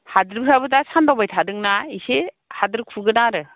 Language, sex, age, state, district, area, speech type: Bodo, female, 60+, Assam, Chirang, rural, conversation